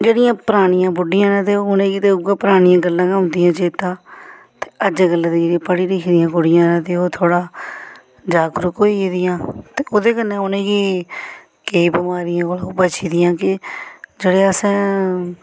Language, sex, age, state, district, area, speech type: Dogri, female, 45-60, Jammu and Kashmir, Samba, rural, spontaneous